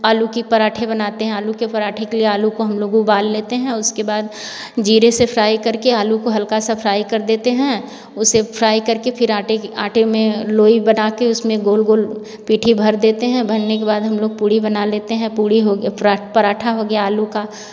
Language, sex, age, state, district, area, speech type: Hindi, female, 45-60, Uttar Pradesh, Varanasi, rural, spontaneous